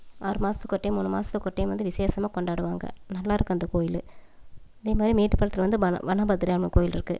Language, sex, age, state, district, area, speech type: Tamil, female, 30-45, Tamil Nadu, Coimbatore, rural, spontaneous